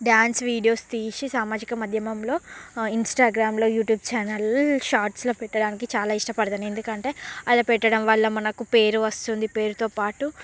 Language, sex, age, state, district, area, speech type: Telugu, female, 45-60, Andhra Pradesh, Srikakulam, rural, spontaneous